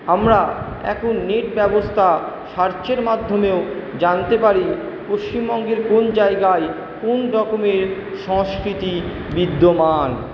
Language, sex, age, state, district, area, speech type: Bengali, male, 60+, West Bengal, Purba Bardhaman, urban, spontaneous